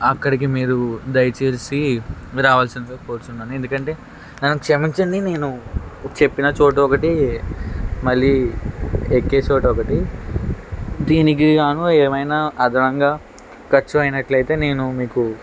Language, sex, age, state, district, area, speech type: Telugu, male, 18-30, Andhra Pradesh, N T Rama Rao, rural, spontaneous